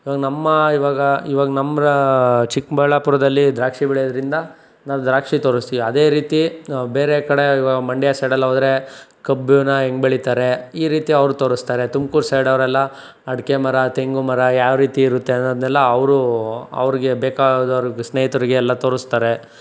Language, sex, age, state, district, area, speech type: Kannada, male, 45-60, Karnataka, Chikkaballapur, urban, spontaneous